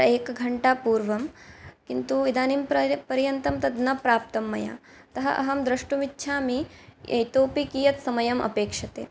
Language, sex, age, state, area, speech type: Sanskrit, female, 18-30, Assam, rural, spontaneous